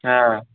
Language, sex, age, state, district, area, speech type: Marathi, male, 18-30, Maharashtra, Hingoli, urban, conversation